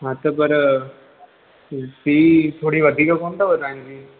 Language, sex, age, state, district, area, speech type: Sindhi, male, 18-30, Gujarat, Surat, urban, conversation